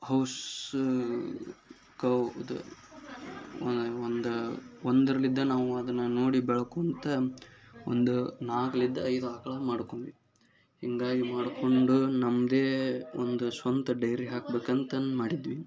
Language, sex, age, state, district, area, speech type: Kannada, male, 30-45, Karnataka, Gadag, rural, spontaneous